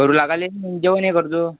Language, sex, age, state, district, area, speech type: Marathi, male, 18-30, Maharashtra, Amravati, rural, conversation